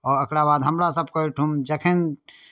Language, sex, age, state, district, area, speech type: Maithili, male, 30-45, Bihar, Darbhanga, urban, spontaneous